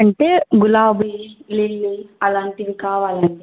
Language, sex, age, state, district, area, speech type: Telugu, female, 18-30, Telangana, Bhadradri Kothagudem, rural, conversation